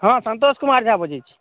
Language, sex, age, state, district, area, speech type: Maithili, male, 30-45, Bihar, Madhubani, rural, conversation